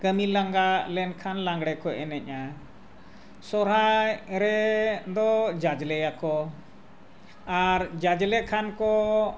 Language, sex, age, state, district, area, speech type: Santali, male, 60+, Jharkhand, Bokaro, rural, spontaneous